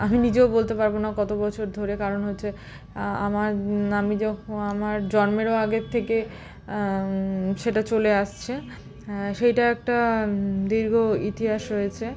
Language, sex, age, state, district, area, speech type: Bengali, female, 30-45, West Bengal, Malda, rural, spontaneous